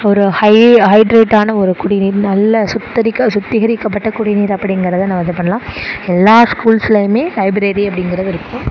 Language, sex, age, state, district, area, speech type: Tamil, female, 18-30, Tamil Nadu, Sivaganga, rural, spontaneous